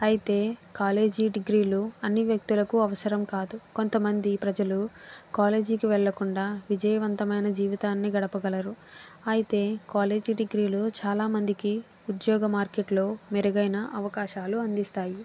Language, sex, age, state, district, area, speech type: Telugu, female, 45-60, Andhra Pradesh, East Godavari, rural, spontaneous